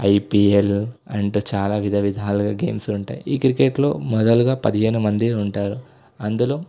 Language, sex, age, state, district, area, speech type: Telugu, male, 18-30, Telangana, Sangareddy, urban, spontaneous